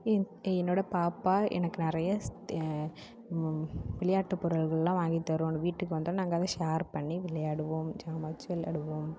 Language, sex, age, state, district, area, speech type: Tamil, female, 18-30, Tamil Nadu, Mayiladuthurai, urban, spontaneous